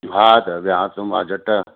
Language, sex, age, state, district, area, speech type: Sindhi, male, 60+, Gujarat, Surat, urban, conversation